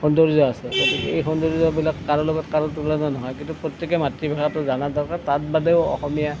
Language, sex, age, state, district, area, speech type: Assamese, male, 60+, Assam, Nalbari, rural, spontaneous